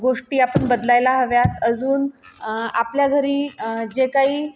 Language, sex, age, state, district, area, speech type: Marathi, female, 30-45, Maharashtra, Nagpur, rural, spontaneous